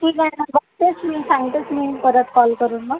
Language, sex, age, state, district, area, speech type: Marathi, female, 45-60, Maharashtra, Akola, rural, conversation